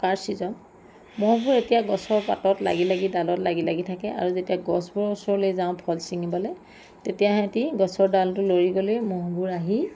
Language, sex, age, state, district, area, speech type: Assamese, female, 45-60, Assam, Lakhimpur, rural, spontaneous